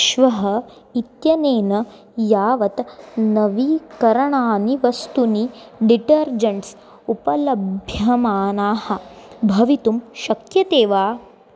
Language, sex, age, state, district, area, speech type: Sanskrit, female, 18-30, Maharashtra, Nagpur, urban, read